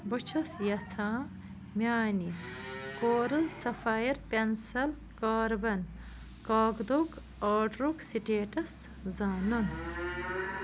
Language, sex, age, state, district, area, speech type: Kashmiri, female, 45-60, Jammu and Kashmir, Bandipora, rural, read